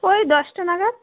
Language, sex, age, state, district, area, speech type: Bengali, female, 30-45, West Bengal, Darjeeling, rural, conversation